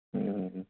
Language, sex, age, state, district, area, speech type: Urdu, male, 18-30, Telangana, Hyderabad, urban, conversation